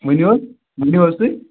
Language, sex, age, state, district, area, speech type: Kashmiri, male, 18-30, Jammu and Kashmir, Ganderbal, rural, conversation